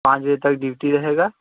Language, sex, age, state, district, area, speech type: Hindi, male, 18-30, Uttar Pradesh, Jaunpur, rural, conversation